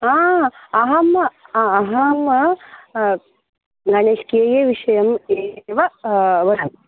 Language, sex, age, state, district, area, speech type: Sanskrit, female, 30-45, Karnataka, Dakshina Kannada, rural, conversation